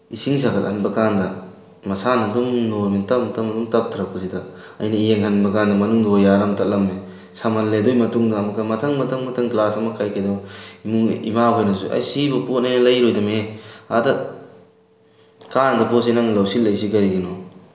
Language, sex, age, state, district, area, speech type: Manipuri, male, 18-30, Manipur, Tengnoupal, rural, spontaneous